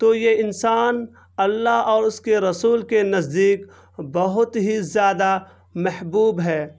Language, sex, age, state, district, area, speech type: Urdu, male, 18-30, Bihar, Purnia, rural, spontaneous